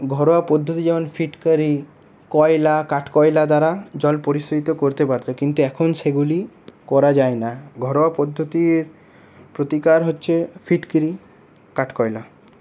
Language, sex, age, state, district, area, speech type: Bengali, male, 30-45, West Bengal, Paschim Bardhaman, urban, spontaneous